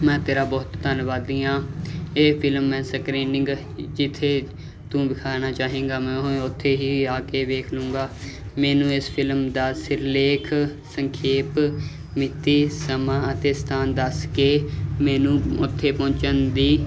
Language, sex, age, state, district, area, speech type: Punjabi, male, 18-30, Punjab, Muktsar, urban, spontaneous